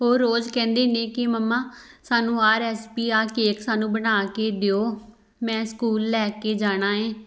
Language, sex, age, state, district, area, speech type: Punjabi, female, 18-30, Punjab, Tarn Taran, rural, spontaneous